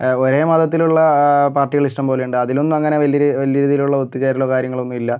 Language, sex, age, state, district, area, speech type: Malayalam, male, 60+, Kerala, Kozhikode, urban, spontaneous